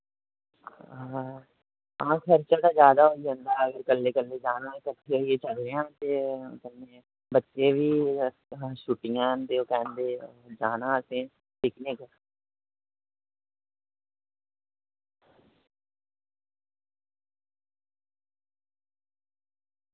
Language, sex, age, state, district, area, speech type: Dogri, male, 18-30, Jammu and Kashmir, Reasi, rural, conversation